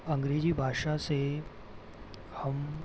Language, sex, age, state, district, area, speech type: Hindi, male, 18-30, Madhya Pradesh, Jabalpur, urban, spontaneous